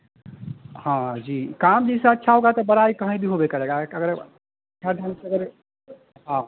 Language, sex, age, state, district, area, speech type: Hindi, male, 30-45, Bihar, Vaishali, urban, conversation